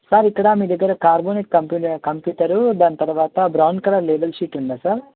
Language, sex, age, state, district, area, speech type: Telugu, male, 18-30, Telangana, Nalgonda, rural, conversation